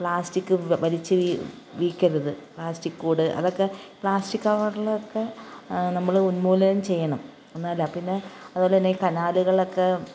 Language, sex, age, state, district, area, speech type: Malayalam, female, 45-60, Kerala, Kottayam, rural, spontaneous